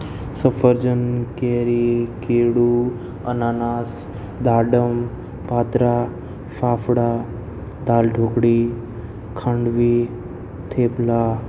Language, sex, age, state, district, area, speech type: Gujarati, male, 18-30, Gujarat, Ahmedabad, urban, spontaneous